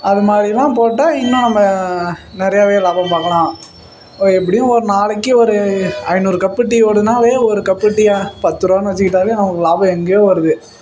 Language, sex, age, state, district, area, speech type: Tamil, male, 18-30, Tamil Nadu, Perambalur, rural, spontaneous